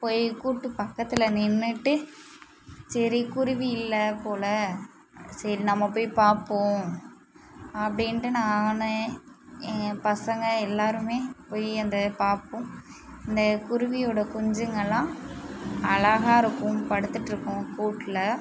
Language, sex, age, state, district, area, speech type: Tamil, female, 18-30, Tamil Nadu, Mayiladuthurai, urban, spontaneous